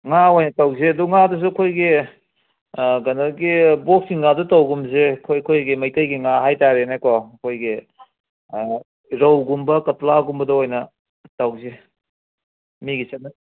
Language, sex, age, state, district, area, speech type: Manipuri, male, 60+, Manipur, Kangpokpi, urban, conversation